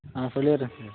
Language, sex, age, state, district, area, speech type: Tamil, male, 18-30, Tamil Nadu, Kallakurichi, rural, conversation